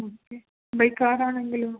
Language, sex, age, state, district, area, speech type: Malayalam, female, 30-45, Kerala, Kasaragod, rural, conversation